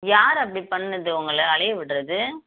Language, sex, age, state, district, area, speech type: Tamil, female, 30-45, Tamil Nadu, Madurai, urban, conversation